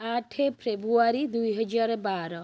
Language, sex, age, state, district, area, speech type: Odia, female, 30-45, Odisha, Kendrapara, urban, spontaneous